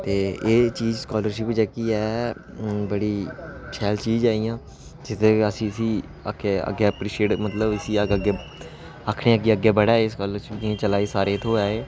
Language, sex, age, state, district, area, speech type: Dogri, male, 18-30, Jammu and Kashmir, Reasi, rural, spontaneous